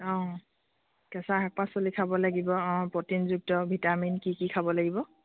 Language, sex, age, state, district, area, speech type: Assamese, female, 45-60, Assam, Dibrugarh, rural, conversation